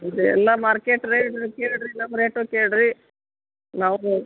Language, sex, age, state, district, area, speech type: Kannada, female, 60+, Karnataka, Gadag, rural, conversation